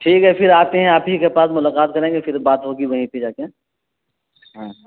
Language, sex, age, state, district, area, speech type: Urdu, male, 45-60, Bihar, Araria, rural, conversation